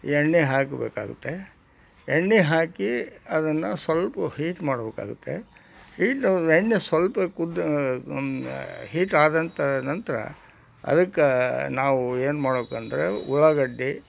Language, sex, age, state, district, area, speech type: Kannada, male, 60+, Karnataka, Koppal, rural, spontaneous